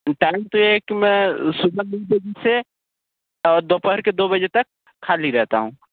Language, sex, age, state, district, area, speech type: Hindi, male, 18-30, Uttar Pradesh, Sonbhadra, rural, conversation